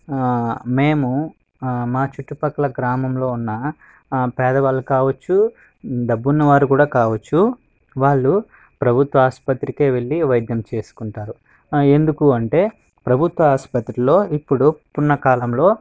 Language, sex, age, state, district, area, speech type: Telugu, male, 18-30, Andhra Pradesh, Sri Balaji, rural, spontaneous